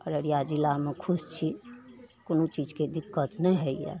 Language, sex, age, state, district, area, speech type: Maithili, female, 60+, Bihar, Araria, rural, spontaneous